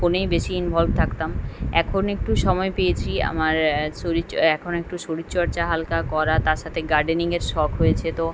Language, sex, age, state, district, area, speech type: Bengali, female, 30-45, West Bengal, Kolkata, urban, spontaneous